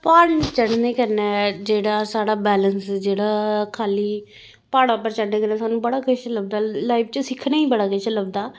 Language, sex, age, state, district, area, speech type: Dogri, female, 30-45, Jammu and Kashmir, Jammu, urban, spontaneous